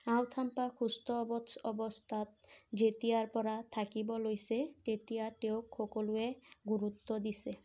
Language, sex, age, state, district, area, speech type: Assamese, female, 18-30, Assam, Sonitpur, rural, spontaneous